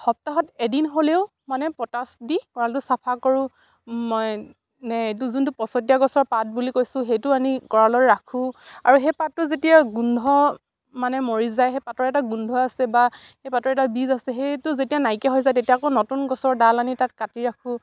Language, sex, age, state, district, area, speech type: Assamese, female, 45-60, Assam, Dibrugarh, rural, spontaneous